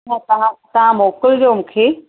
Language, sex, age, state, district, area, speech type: Sindhi, female, 45-60, Maharashtra, Thane, urban, conversation